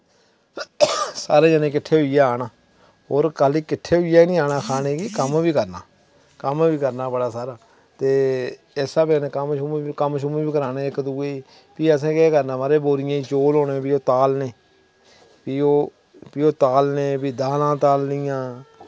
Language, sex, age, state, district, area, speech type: Dogri, male, 30-45, Jammu and Kashmir, Samba, rural, spontaneous